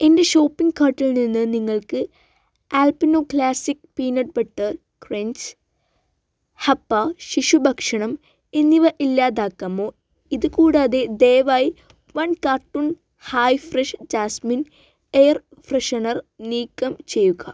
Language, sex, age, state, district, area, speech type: Malayalam, female, 30-45, Kerala, Wayanad, rural, read